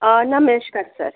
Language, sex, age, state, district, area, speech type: Marathi, female, 45-60, Maharashtra, Yavatmal, urban, conversation